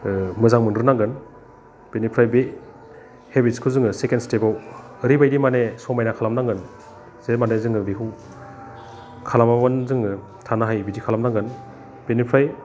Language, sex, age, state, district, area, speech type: Bodo, male, 30-45, Assam, Udalguri, urban, spontaneous